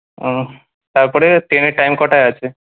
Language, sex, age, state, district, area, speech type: Bengali, male, 18-30, West Bengal, Kolkata, urban, conversation